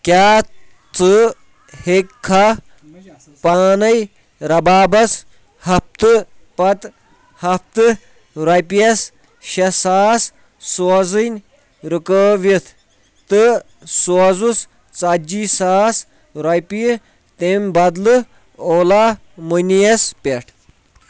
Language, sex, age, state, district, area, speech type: Kashmiri, male, 30-45, Jammu and Kashmir, Kulgam, rural, read